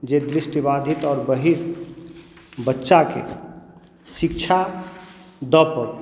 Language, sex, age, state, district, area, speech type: Maithili, male, 30-45, Bihar, Madhubani, rural, spontaneous